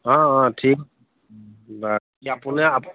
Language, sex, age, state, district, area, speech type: Assamese, male, 30-45, Assam, Majuli, urban, conversation